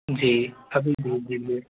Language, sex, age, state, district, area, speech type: Hindi, male, 60+, Madhya Pradesh, Bhopal, urban, conversation